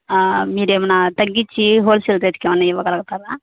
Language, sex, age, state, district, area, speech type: Telugu, female, 60+, Andhra Pradesh, Kadapa, rural, conversation